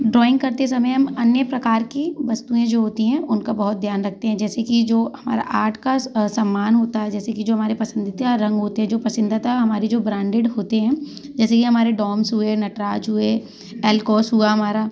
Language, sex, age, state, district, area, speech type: Hindi, female, 30-45, Madhya Pradesh, Gwalior, rural, spontaneous